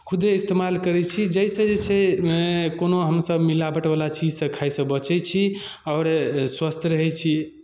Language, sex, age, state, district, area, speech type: Maithili, male, 18-30, Bihar, Darbhanga, rural, spontaneous